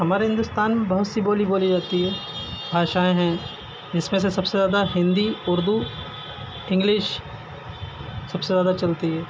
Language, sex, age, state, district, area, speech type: Urdu, male, 30-45, Uttar Pradesh, Shahjahanpur, urban, spontaneous